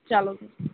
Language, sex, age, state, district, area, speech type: Kashmiri, female, 18-30, Jammu and Kashmir, Budgam, rural, conversation